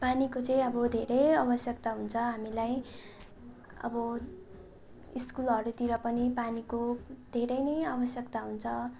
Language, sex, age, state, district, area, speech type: Nepali, female, 18-30, West Bengal, Darjeeling, rural, spontaneous